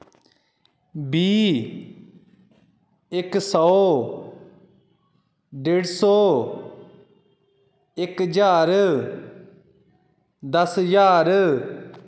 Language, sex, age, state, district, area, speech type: Dogri, male, 30-45, Jammu and Kashmir, Udhampur, rural, spontaneous